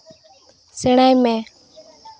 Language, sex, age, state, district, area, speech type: Santali, female, 18-30, Jharkhand, Seraikela Kharsawan, rural, read